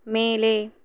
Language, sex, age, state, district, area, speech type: Tamil, female, 18-30, Tamil Nadu, Erode, rural, read